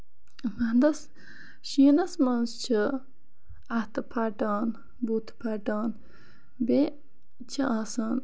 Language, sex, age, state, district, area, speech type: Kashmiri, female, 30-45, Jammu and Kashmir, Bandipora, rural, spontaneous